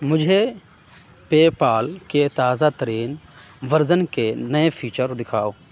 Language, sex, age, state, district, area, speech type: Urdu, male, 30-45, Uttar Pradesh, Aligarh, rural, read